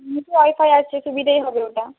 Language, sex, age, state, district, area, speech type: Bengali, female, 30-45, West Bengal, Purba Medinipur, rural, conversation